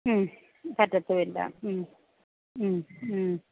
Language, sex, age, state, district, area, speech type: Malayalam, female, 30-45, Kerala, Pathanamthitta, rural, conversation